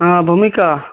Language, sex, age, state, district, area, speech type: Odia, male, 30-45, Odisha, Malkangiri, urban, conversation